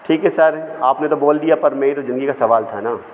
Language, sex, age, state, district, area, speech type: Hindi, male, 45-60, Madhya Pradesh, Hoshangabad, urban, spontaneous